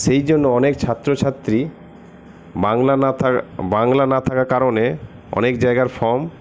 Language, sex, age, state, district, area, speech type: Bengali, male, 60+, West Bengal, Paschim Bardhaman, urban, spontaneous